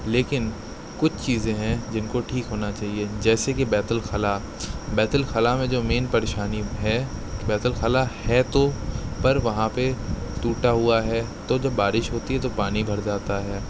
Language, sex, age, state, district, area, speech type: Urdu, male, 18-30, Uttar Pradesh, Shahjahanpur, rural, spontaneous